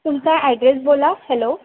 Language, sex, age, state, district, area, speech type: Marathi, female, 18-30, Maharashtra, Thane, urban, conversation